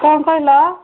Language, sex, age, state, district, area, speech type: Odia, female, 45-60, Odisha, Angul, rural, conversation